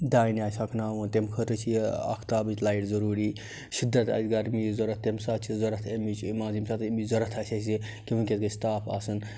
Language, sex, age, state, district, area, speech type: Kashmiri, male, 60+, Jammu and Kashmir, Baramulla, rural, spontaneous